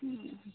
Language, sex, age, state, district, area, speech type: Maithili, female, 30-45, Bihar, Sitamarhi, urban, conversation